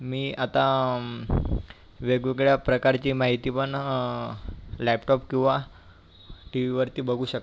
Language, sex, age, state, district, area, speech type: Marathi, male, 18-30, Maharashtra, Buldhana, urban, spontaneous